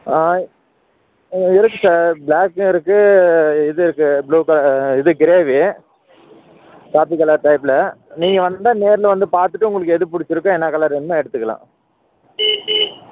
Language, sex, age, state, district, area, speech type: Tamil, male, 30-45, Tamil Nadu, Dharmapuri, rural, conversation